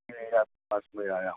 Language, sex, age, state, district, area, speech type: Hindi, male, 45-60, Uttar Pradesh, Jaunpur, rural, conversation